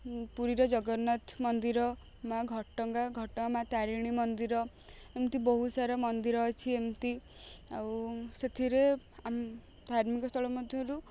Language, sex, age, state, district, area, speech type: Odia, female, 18-30, Odisha, Kendujhar, urban, spontaneous